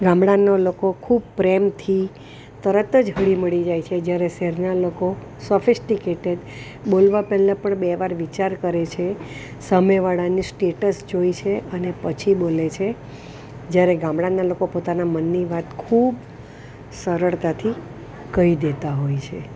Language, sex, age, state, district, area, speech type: Gujarati, female, 60+, Gujarat, Valsad, urban, spontaneous